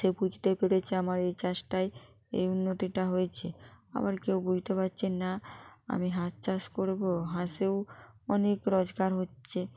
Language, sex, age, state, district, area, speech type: Bengali, female, 30-45, West Bengal, Jalpaiguri, rural, spontaneous